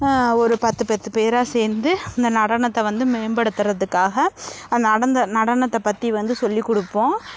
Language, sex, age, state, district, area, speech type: Tamil, female, 18-30, Tamil Nadu, Namakkal, rural, spontaneous